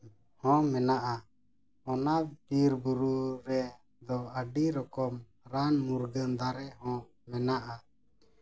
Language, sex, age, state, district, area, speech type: Santali, male, 30-45, Jharkhand, East Singhbhum, rural, spontaneous